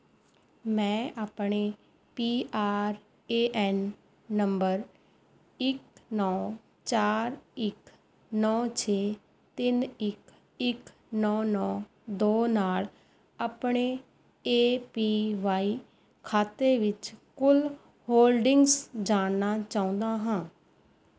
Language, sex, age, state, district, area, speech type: Punjabi, female, 30-45, Punjab, Rupnagar, rural, read